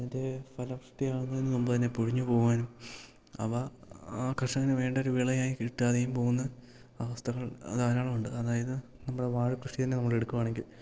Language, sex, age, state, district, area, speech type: Malayalam, male, 18-30, Kerala, Idukki, rural, spontaneous